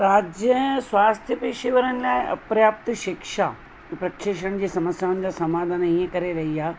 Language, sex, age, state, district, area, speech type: Sindhi, female, 45-60, Rajasthan, Ajmer, urban, spontaneous